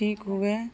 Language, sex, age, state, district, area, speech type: Urdu, female, 30-45, Bihar, Saharsa, rural, spontaneous